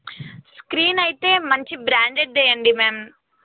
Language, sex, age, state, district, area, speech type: Telugu, female, 18-30, Telangana, Yadadri Bhuvanagiri, urban, conversation